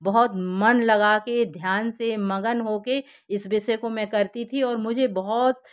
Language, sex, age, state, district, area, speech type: Hindi, female, 60+, Madhya Pradesh, Jabalpur, urban, spontaneous